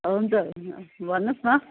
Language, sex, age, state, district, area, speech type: Nepali, female, 60+, West Bengal, Kalimpong, rural, conversation